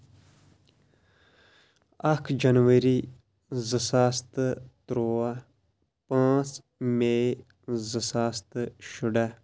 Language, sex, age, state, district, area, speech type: Kashmiri, male, 30-45, Jammu and Kashmir, Kulgam, rural, spontaneous